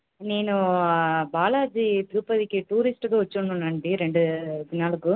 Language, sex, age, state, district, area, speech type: Telugu, female, 30-45, Andhra Pradesh, Annamaya, urban, conversation